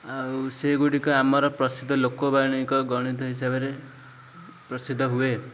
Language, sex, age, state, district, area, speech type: Odia, male, 18-30, Odisha, Ganjam, urban, spontaneous